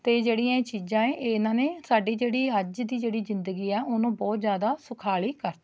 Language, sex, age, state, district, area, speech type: Punjabi, female, 30-45, Punjab, Rupnagar, urban, spontaneous